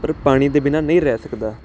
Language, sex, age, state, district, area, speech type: Punjabi, male, 30-45, Punjab, Jalandhar, urban, spontaneous